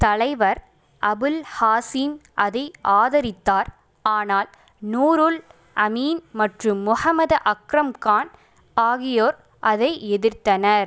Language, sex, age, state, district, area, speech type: Tamil, female, 18-30, Tamil Nadu, Pudukkottai, rural, read